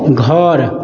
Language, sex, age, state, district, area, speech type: Maithili, male, 30-45, Bihar, Madhubani, rural, read